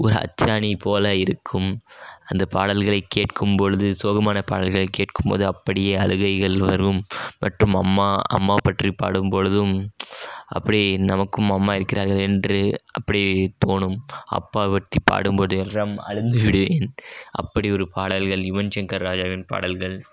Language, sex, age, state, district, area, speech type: Tamil, male, 18-30, Tamil Nadu, Dharmapuri, urban, spontaneous